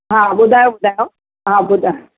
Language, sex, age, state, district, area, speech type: Sindhi, female, 45-60, Delhi, South Delhi, urban, conversation